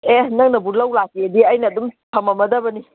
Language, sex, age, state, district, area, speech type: Manipuri, female, 45-60, Manipur, Kangpokpi, urban, conversation